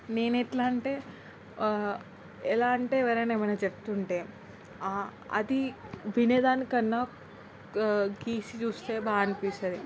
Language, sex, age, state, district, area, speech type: Telugu, female, 18-30, Telangana, Nalgonda, urban, spontaneous